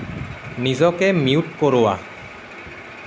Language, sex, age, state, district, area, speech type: Assamese, male, 18-30, Assam, Nalbari, rural, read